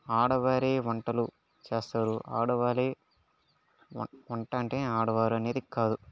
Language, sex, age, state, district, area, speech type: Telugu, male, 30-45, Andhra Pradesh, Chittoor, rural, spontaneous